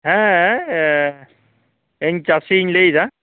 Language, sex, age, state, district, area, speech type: Santali, male, 30-45, West Bengal, Jhargram, rural, conversation